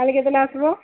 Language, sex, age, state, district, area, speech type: Odia, female, 18-30, Odisha, Subarnapur, urban, conversation